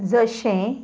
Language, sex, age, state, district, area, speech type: Goan Konkani, female, 45-60, Goa, Salcete, urban, spontaneous